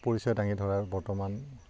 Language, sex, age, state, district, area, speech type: Assamese, male, 45-60, Assam, Udalguri, rural, spontaneous